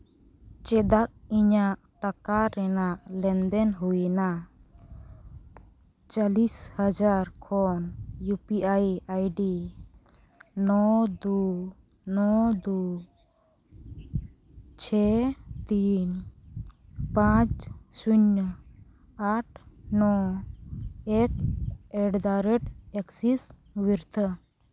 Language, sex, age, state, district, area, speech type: Santali, female, 18-30, Jharkhand, Seraikela Kharsawan, rural, read